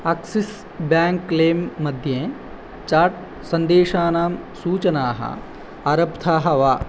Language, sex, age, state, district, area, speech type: Sanskrit, male, 18-30, Odisha, Angul, rural, read